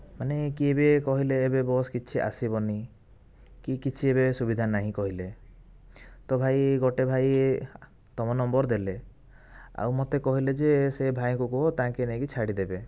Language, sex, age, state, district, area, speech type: Odia, male, 18-30, Odisha, Kandhamal, rural, spontaneous